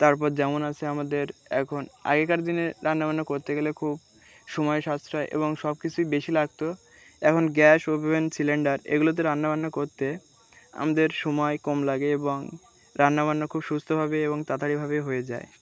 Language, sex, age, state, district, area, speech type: Bengali, male, 18-30, West Bengal, Birbhum, urban, spontaneous